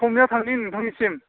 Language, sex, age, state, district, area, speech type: Bodo, male, 45-60, Assam, Baksa, rural, conversation